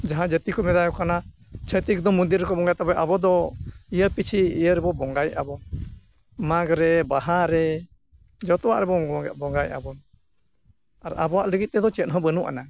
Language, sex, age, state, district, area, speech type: Santali, male, 60+, Odisha, Mayurbhanj, rural, spontaneous